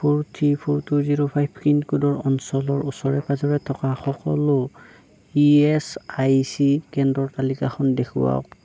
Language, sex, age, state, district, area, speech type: Assamese, male, 30-45, Assam, Darrang, rural, read